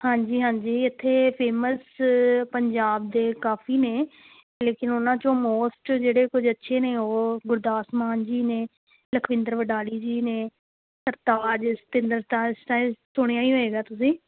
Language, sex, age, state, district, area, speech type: Punjabi, female, 18-30, Punjab, Amritsar, urban, conversation